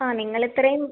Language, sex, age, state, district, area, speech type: Malayalam, female, 18-30, Kerala, Thiruvananthapuram, urban, conversation